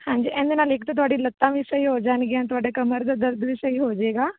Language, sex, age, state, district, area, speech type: Punjabi, female, 18-30, Punjab, Fazilka, rural, conversation